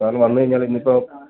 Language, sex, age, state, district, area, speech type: Malayalam, male, 18-30, Kerala, Pathanamthitta, rural, conversation